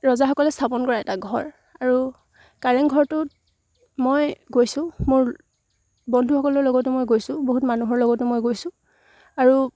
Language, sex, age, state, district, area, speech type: Assamese, female, 18-30, Assam, Charaideo, rural, spontaneous